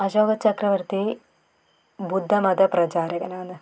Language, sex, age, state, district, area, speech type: Malayalam, female, 30-45, Kerala, Kannur, rural, spontaneous